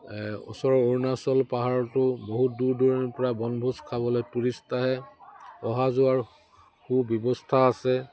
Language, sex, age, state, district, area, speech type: Assamese, male, 60+, Assam, Udalguri, rural, spontaneous